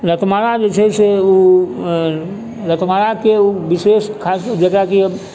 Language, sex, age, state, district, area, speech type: Maithili, male, 45-60, Bihar, Supaul, rural, spontaneous